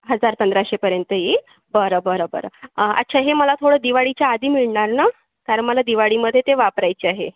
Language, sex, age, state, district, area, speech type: Marathi, female, 30-45, Maharashtra, Yavatmal, urban, conversation